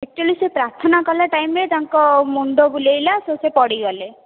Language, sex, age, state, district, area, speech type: Odia, female, 18-30, Odisha, Kendrapara, urban, conversation